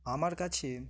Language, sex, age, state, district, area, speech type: Bengali, male, 18-30, West Bengal, Dakshin Dinajpur, urban, spontaneous